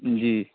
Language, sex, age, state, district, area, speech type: Urdu, male, 30-45, Bihar, Darbhanga, urban, conversation